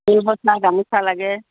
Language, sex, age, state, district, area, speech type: Assamese, female, 60+, Assam, Dibrugarh, rural, conversation